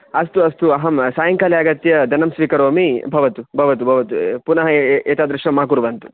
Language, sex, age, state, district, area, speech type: Sanskrit, male, 18-30, Karnataka, Chikkamagaluru, rural, conversation